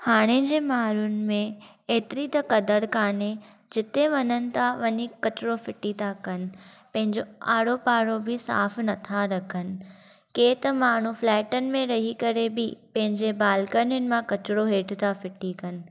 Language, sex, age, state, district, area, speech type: Sindhi, female, 18-30, Maharashtra, Thane, urban, spontaneous